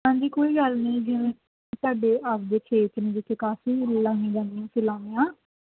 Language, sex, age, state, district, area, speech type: Punjabi, female, 18-30, Punjab, Faridkot, urban, conversation